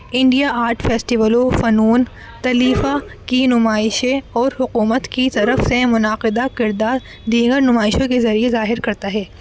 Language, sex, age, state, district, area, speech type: Urdu, female, 18-30, Delhi, North East Delhi, urban, spontaneous